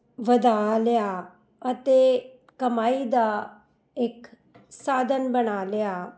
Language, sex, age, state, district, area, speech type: Punjabi, female, 45-60, Punjab, Jalandhar, urban, spontaneous